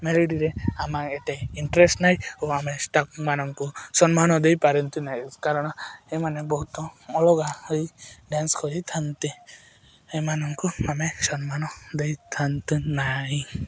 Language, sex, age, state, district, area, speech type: Odia, male, 18-30, Odisha, Malkangiri, urban, spontaneous